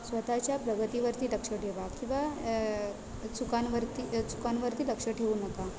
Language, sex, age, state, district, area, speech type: Marathi, female, 18-30, Maharashtra, Ratnagiri, rural, spontaneous